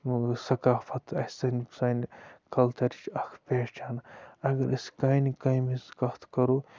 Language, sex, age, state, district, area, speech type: Kashmiri, male, 45-60, Jammu and Kashmir, Bandipora, rural, spontaneous